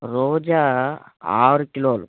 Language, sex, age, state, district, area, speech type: Telugu, male, 30-45, Andhra Pradesh, Kadapa, rural, conversation